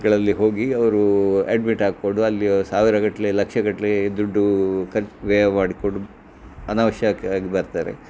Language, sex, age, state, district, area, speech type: Kannada, male, 60+, Karnataka, Udupi, rural, spontaneous